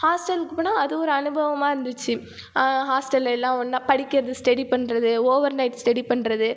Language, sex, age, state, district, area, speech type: Tamil, female, 30-45, Tamil Nadu, Ariyalur, rural, spontaneous